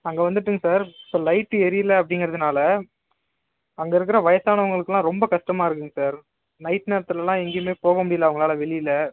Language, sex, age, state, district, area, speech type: Tamil, male, 30-45, Tamil Nadu, Ariyalur, rural, conversation